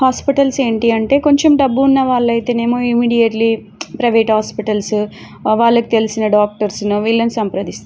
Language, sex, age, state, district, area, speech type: Telugu, female, 30-45, Telangana, Warangal, urban, spontaneous